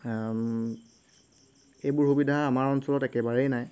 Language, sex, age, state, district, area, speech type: Assamese, male, 18-30, Assam, Golaghat, rural, spontaneous